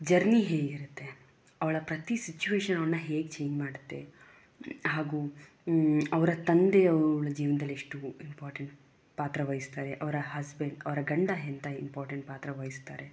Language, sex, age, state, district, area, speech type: Kannada, female, 18-30, Karnataka, Mysore, urban, spontaneous